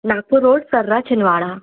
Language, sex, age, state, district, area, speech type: Hindi, female, 18-30, Madhya Pradesh, Chhindwara, urban, conversation